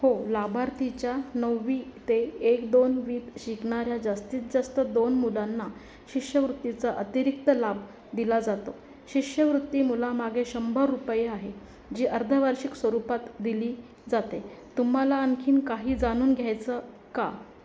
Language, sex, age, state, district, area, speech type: Marathi, female, 45-60, Maharashtra, Nanded, urban, read